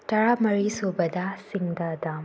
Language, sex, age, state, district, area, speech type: Manipuri, female, 18-30, Manipur, Tengnoupal, urban, spontaneous